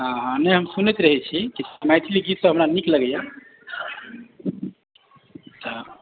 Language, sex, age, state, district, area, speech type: Maithili, male, 30-45, Bihar, Madhubani, rural, conversation